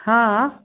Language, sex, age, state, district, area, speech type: Sindhi, female, 45-60, Gujarat, Kutch, rural, conversation